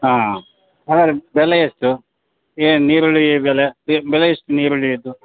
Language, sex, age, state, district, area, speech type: Kannada, male, 60+, Karnataka, Dakshina Kannada, rural, conversation